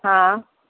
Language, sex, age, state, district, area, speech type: Hindi, female, 60+, Madhya Pradesh, Jabalpur, urban, conversation